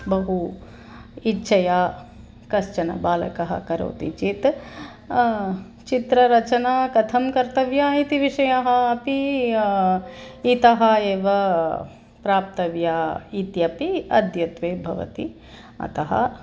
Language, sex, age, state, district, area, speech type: Sanskrit, female, 45-60, Tamil Nadu, Chennai, urban, spontaneous